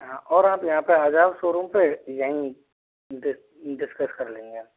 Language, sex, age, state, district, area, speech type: Hindi, male, 45-60, Rajasthan, Karauli, rural, conversation